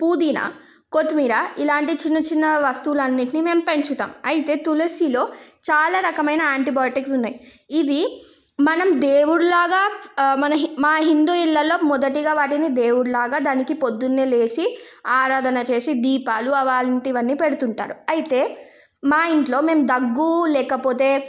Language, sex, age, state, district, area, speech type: Telugu, female, 18-30, Telangana, Nizamabad, rural, spontaneous